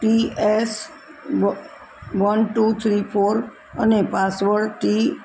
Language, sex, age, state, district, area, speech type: Gujarati, female, 60+, Gujarat, Kheda, rural, spontaneous